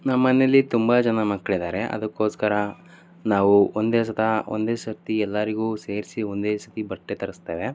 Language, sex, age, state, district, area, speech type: Kannada, male, 18-30, Karnataka, Davanagere, rural, spontaneous